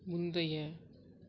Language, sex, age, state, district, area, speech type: Tamil, female, 18-30, Tamil Nadu, Tiruvarur, rural, read